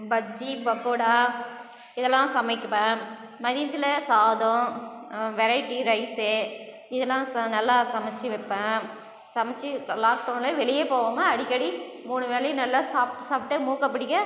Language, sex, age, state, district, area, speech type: Tamil, female, 30-45, Tamil Nadu, Cuddalore, rural, spontaneous